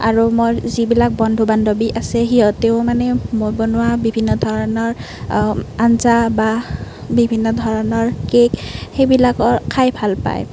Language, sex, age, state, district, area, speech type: Assamese, female, 18-30, Assam, Nalbari, rural, spontaneous